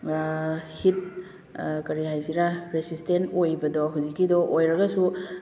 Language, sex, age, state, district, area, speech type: Manipuri, female, 30-45, Manipur, Kakching, rural, spontaneous